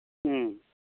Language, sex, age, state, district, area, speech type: Manipuri, male, 45-60, Manipur, Imphal East, rural, conversation